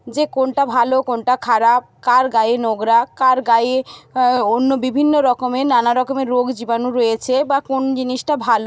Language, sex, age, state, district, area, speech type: Bengali, female, 60+, West Bengal, Jhargram, rural, spontaneous